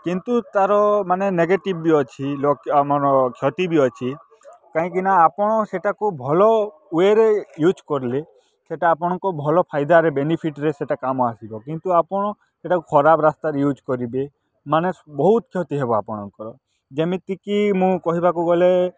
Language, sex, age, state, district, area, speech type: Odia, male, 18-30, Odisha, Kalahandi, rural, spontaneous